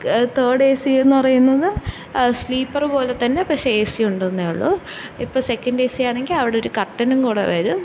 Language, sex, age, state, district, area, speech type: Malayalam, female, 18-30, Kerala, Thiruvananthapuram, urban, spontaneous